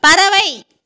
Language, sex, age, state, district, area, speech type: Tamil, female, 30-45, Tamil Nadu, Tirupattur, rural, read